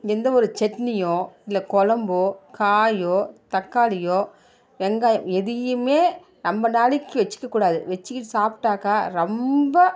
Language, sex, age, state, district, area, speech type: Tamil, female, 45-60, Tamil Nadu, Dharmapuri, rural, spontaneous